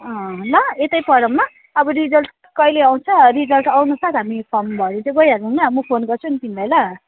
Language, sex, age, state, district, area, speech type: Nepali, female, 30-45, West Bengal, Jalpaiguri, urban, conversation